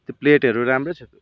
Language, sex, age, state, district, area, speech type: Nepali, male, 30-45, West Bengal, Darjeeling, rural, spontaneous